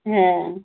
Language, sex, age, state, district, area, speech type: Bengali, female, 30-45, West Bengal, Darjeeling, urban, conversation